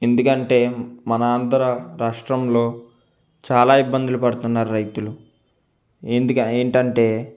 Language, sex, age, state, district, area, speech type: Telugu, male, 18-30, Andhra Pradesh, Konaseema, urban, spontaneous